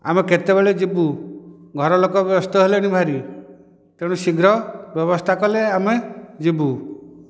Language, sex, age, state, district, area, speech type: Odia, male, 60+, Odisha, Dhenkanal, rural, spontaneous